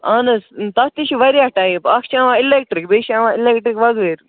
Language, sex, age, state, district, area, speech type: Kashmiri, male, 18-30, Jammu and Kashmir, Kupwara, rural, conversation